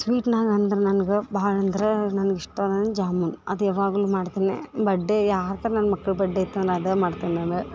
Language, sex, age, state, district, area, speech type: Kannada, female, 18-30, Karnataka, Dharwad, urban, spontaneous